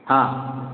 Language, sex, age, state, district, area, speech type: Odia, male, 60+, Odisha, Angul, rural, conversation